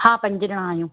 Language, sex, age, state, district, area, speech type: Sindhi, female, 30-45, Gujarat, Surat, urban, conversation